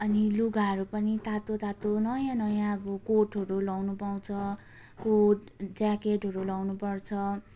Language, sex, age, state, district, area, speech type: Nepali, female, 18-30, West Bengal, Darjeeling, rural, spontaneous